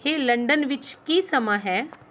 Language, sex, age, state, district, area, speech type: Punjabi, female, 30-45, Punjab, Pathankot, urban, read